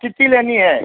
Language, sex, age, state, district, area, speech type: Hindi, male, 60+, Uttar Pradesh, Hardoi, rural, conversation